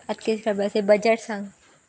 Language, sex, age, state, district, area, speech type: Goan Konkani, female, 18-30, Goa, Sanguem, rural, spontaneous